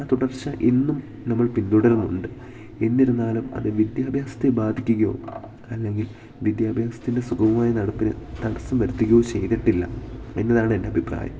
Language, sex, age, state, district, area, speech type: Malayalam, male, 18-30, Kerala, Idukki, rural, spontaneous